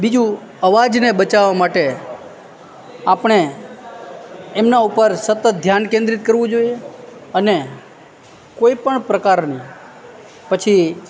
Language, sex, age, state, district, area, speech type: Gujarati, male, 30-45, Gujarat, Junagadh, rural, spontaneous